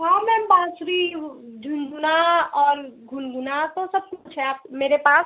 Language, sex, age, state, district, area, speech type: Hindi, female, 18-30, Uttar Pradesh, Mau, rural, conversation